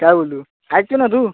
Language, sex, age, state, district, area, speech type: Marathi, male, 18-30, Maharashtra, Thane, urban, conversation